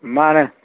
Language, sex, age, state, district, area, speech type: Manipuri, male, 30-45, Manipur, Churachandpur, rural, conversation